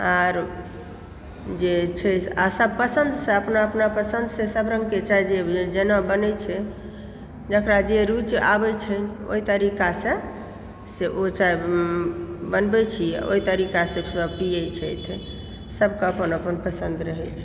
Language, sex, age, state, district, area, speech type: Maithili, female, 60+, Bihar, Supaul, rural, spontaneous